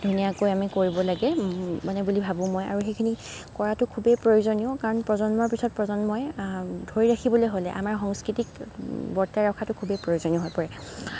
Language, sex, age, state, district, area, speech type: Assamese, female, 45-60, Assam, Nagaon, rural, spontaneous